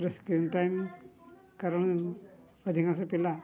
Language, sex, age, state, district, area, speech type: Odia, male, 60+, Odisha, Mayurbhanj, rural, spontaneous